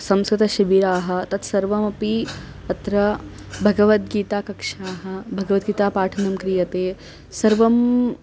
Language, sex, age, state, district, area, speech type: Sanskrit, female, 18-30, Karnataka, Davanagere, urban, spontaneous